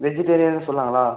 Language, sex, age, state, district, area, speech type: Tamil, male, 18-30, Tamil Nadu, Ariyalur, rural, conversation